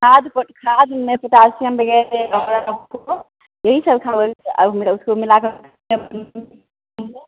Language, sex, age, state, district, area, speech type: Hindi, female, 30-45, Bihar, Begusarai, rural, conversation